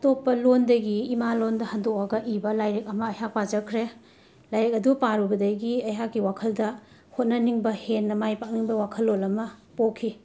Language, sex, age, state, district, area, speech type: Manipuri, female, 45-60, Manipur, Imphal West, urban, spontaneous